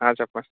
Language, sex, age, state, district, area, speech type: Telugu, male, 18-30, Andhra Pradesh, West Godavari, rural, conversation